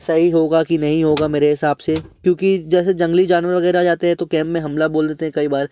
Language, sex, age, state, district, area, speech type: Hindi, male, 18-30, Madhya Pradesh, Jabalpur, urban, spontaneous